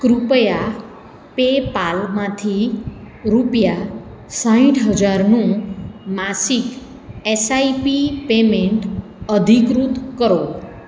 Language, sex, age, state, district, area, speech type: Gujarati, female, 45-60, Gujarat, Surat, urban, read